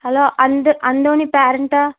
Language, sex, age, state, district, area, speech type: Tamil, female, 18-30, Tamil Nadu, Thoothukudi, rural, conversation